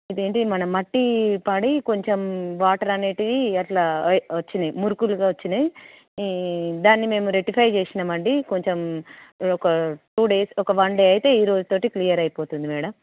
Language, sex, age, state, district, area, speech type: Telugu, female, 30-45, Telangana, Peddapalli, rural, conversation